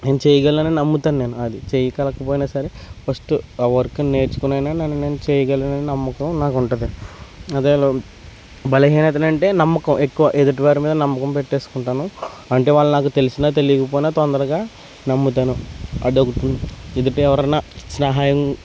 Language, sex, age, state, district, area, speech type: Telugu, male, 30-45, Andhra Pradesh, West Godavari, rural, spontaneous